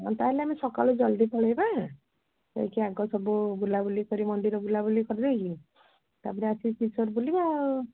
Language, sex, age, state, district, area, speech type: Odia, female, 45-60, Odisha, Puri, urban, conversation